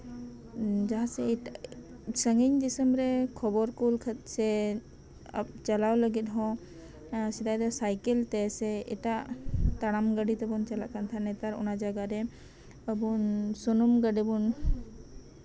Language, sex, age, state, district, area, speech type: Santali, female, 30-45, West Bengal, Birbhum, rural, spontaneous